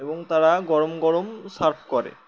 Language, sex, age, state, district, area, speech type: Bengali, male, 18-30, West Bengal, Uttar Dinajpur, urban, spontaneous